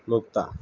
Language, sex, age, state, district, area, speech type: Bengali, male, 45-60, West Bengal, Uttar Dinajpur, urban, spontaneous